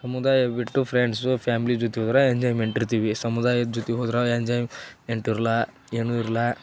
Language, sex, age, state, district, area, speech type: Kannada, male, 30-45, Karnataka, Gadag, rural, spontaneous